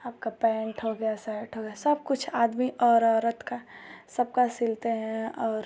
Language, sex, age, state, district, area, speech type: Hindi, female, 18-30, Uttar Pradesh, Ghazipur, urban, spontaneous